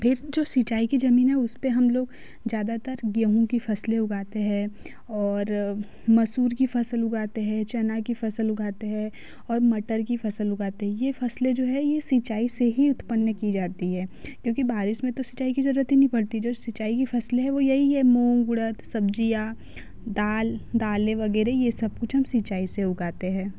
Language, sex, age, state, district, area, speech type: Hindi, female, 30-45, Madhya Pradesh, Betul, rural, spontaneous